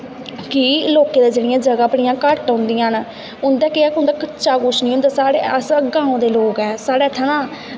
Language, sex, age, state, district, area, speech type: Dogri, female, 18-30, Jammu and Kashmir, Kathua, rural, spontaneous